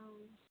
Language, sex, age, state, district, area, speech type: Tamil, female, 18-30, Tamil Nadu, Tirupattur, urban, conversation